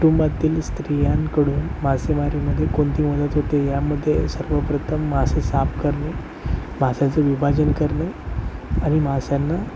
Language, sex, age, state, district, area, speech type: Marathi, male, 18-30, Maharashtra, Sindhudurg, rural, spontaneous